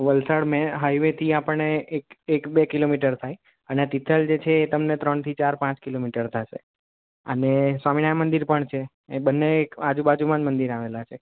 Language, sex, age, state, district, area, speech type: Gujarati, male, 18-30, Gujarat, Valsad, urban, conversation